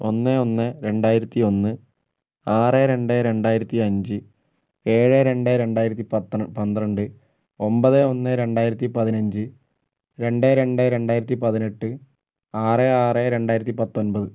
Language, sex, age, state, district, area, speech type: Malayalam, male, 18-30, Kerala, Kozhikode, urban, spontaneous